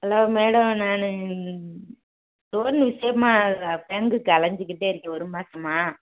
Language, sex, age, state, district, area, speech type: Tamil, female, 45-60, Tamil Nadu, Madurai, rural, conversation